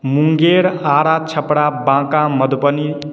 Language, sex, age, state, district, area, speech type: Maithili, male, 30-45, Bihar, Madhubani, urban, spontaneous